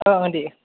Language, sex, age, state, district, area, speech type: Bodo, male, 30-45, Assam, Kokrajhar, urban, conversation